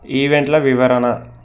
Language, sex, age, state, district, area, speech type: Telugu, male, 18-30, Telangana, Medchal, urban, read